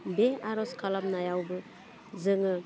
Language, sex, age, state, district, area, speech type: Bodo, female, 30-45, Assam, Udalguri, urban, spontaneous